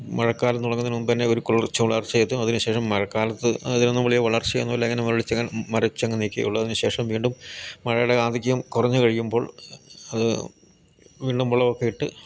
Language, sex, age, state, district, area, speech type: Malayalam, male, 60+, Kerala, Idukki, rural, spontaneous